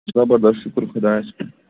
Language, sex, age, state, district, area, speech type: Kashmiri, male, 18-30, Jammu and Kashmir, Shopian, rural, conversation